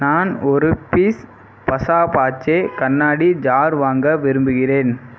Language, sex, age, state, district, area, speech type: Tamil, male, 30-45, Tamil Nadu, Sivaganga, rural, read